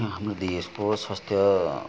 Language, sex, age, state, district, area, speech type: Nepali, male, 45-60, West Bengal, Kalimpong, rural, spontaneous